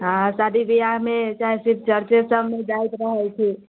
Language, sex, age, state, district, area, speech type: Maithili, female, 18-30, Bihar, Muzaffarpur, rural, conversation